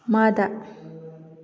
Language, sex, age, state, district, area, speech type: Manipuri, female, 30-45, Manipur, Kakching, rural, read